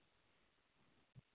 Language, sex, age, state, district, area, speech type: Maithili, male, 30-45, Bihar, Purnia, rural, conversation